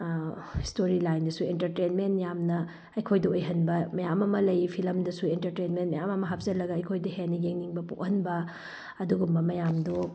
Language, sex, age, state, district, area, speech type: Manipuri, female, 30-45, Manipur, Tengnoupal, rural, spontaneous